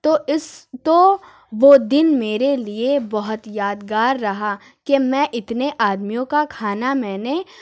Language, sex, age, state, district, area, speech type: Urdu, female, 30-45, Uttar Pradesh, Lucknow, urban, spontaneous